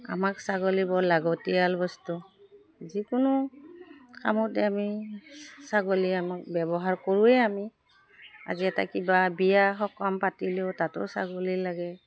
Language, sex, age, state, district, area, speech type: Assamese, female, 45-60, Assam, Udalguri, rural, spontaneous